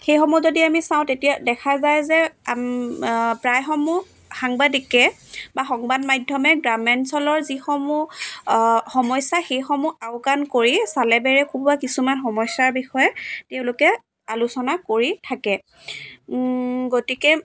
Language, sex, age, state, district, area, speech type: Assamese, female, 45-60, Assam, Dibrugarh, rural, spontaneous